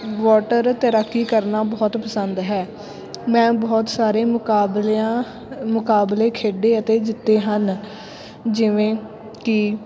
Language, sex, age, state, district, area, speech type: Punjabi, female, 18-30, Punjab, Fatehgarh Sahib, rural, spontaneous